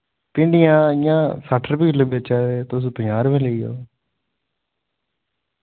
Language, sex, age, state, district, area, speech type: Dogri, male, 18-30, Jammu and Kashmir, Samba, rural, conversation